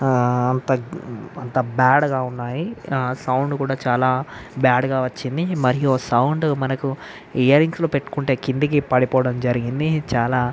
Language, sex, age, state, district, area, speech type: Telugu, male, 30-45, Andhra Pradesh, Visakhapatnam, urban, spontaneous